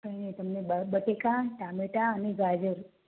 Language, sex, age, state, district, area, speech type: Gujarati, female, 18-30, Gujarat, Ahmedabad, urban, conversation